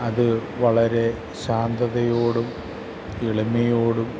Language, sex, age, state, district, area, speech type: Malayalam, male, 45-60, Kerala, Kottayam, urban, spontaneous